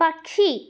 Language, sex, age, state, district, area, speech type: Telugu, female, 30-45, Andhra Pradesh, Kakinada, urban, read